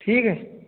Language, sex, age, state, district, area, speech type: Hindi, male, 30-45, Madhya Pradesh, Hoshangabad, rural, conversation